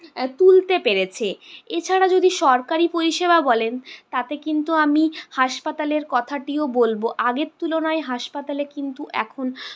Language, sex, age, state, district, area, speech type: Bengali, female, 60+, West Bengal, Purulia, urban, spontaneous